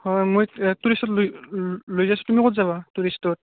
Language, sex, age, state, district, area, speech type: Assamese, male, 18-30, Assam, Barpeta, rural, conversation